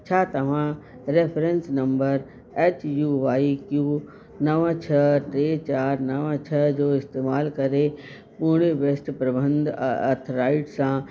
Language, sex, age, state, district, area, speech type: Sindhi, female, 60+, Uttar Pradesh, Lucknow, urban, read